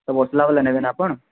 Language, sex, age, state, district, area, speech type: Odia, male, 45-60, Odisha, Nuapada, urban, conversation